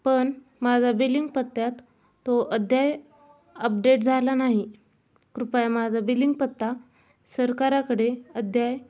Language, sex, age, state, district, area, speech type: Marathi, female, 18-30, Maharashtra, Osmanabad, rural, spontaneous